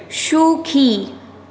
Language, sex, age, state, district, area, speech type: Bengali, female, 60+, West Bengal, Paschim Bardhaman, urban, read